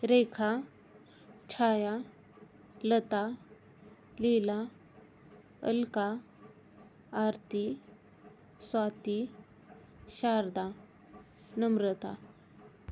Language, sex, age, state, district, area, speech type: Marathi, female, 18-30, Maharashtra, Osmanabad, rural, spontaneous